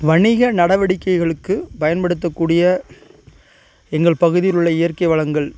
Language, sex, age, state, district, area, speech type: Tamil, male, 45-60, Tamil Nadu, Ariyalur, rural, spontaneous